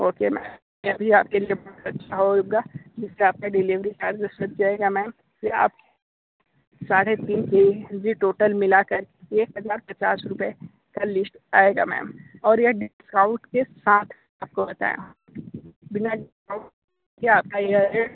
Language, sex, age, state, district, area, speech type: Hindi, male, 30-45, Uttar Pradesh, Sonbhadra, rural, conversation